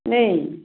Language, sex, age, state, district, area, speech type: Assamese, female, 45-60, Assam, Dhemaji, urban, conversation